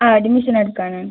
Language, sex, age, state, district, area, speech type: Malayalam, female, 18-30, Kerala, Wayanad, rural, conversation